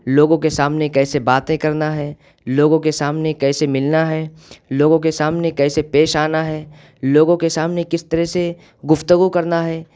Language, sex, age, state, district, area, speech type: Urdu, male, 18-30, Uttar Pradesh, Siddharthnagar, rural, spontaneous